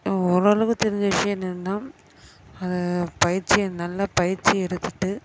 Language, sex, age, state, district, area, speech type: Tamil, female, 30-45, Tamil Nadu, Chennai, urban, spontaneous